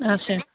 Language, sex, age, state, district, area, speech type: Kashmiri, female, 45-60, Jammu and Kashmir, Kulgam, rural, conversation